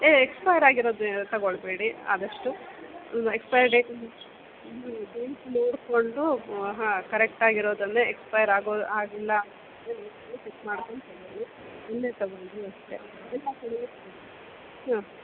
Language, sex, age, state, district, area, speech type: Kannada, female, 30-45, Karnataka, Bellary, rural, conversation